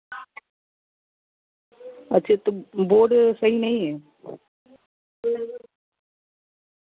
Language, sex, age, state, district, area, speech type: Hindi, male, 18-30, Uttar Pradesh, Prayagraj, rural, conversation